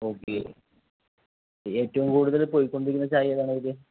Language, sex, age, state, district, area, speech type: Malayalam, male, 30-45, Kerala, Ernakulam, rural, conversation